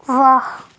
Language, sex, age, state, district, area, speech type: Urdu, female, 18-30, Delhi, Central Delhi, urban, read